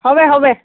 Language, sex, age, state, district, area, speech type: Bengali, female, 45-60, West Bengal, Uttar Dinajpur, urban, conversation